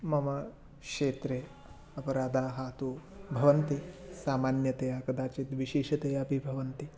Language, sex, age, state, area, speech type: Sanskrit, male, 18-30, Assam, rural, spontaneous